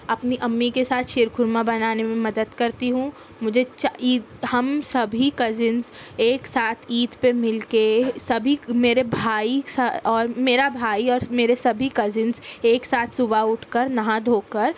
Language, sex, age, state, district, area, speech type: Urdu, female, 18-30, Maharashtra, Nashik, urban, spontaneous